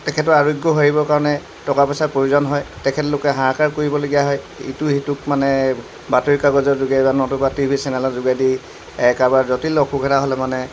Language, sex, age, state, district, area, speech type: Assamese, male, 60+, Assam, Dibrugarh, rural, spontaneous